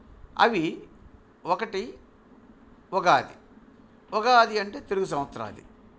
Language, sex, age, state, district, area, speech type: Telugu, male, 45-60, Andhra Pradesh, Bapatla, urban, spontaneous